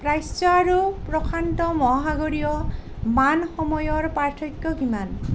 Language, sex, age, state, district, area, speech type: Assamese, female, 45-60, Assam, Nalbari, rural, read